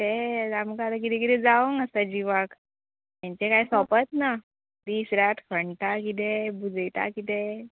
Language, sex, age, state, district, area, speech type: Goan Konkani, female, 18-30, Goa, Murmgao, urban, conversation